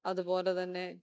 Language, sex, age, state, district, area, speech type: Malayalam, female, 45-60, Kerala, Kottayam, urban, spontaneous